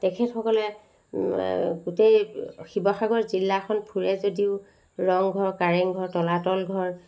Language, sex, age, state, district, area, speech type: Assamese, female, 45-60, Assam, Sivasagar, rural, spontaneous